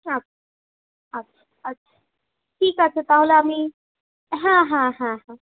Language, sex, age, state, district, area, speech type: Bengali, female, 60+, West Bengal, Purulia, urban, conversation